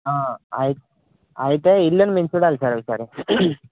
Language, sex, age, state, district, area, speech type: Telugu, male, 18-30, Telangana, Bhadradri Kothagudem, urban, conversation